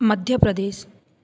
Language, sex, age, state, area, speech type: Sanskrit, female, 18-30, Rajasthan, rural, spontaneous